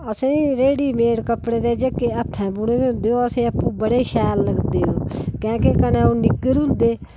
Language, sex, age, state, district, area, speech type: Dogri, female, 60+, Jammu and Kashmir, Udhampur, rural, spontaneous